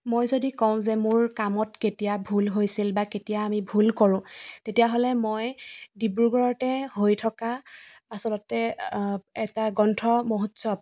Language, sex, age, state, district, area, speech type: Assamese, female, 30-45, Assam, Dibrugarh, rural, spontaneous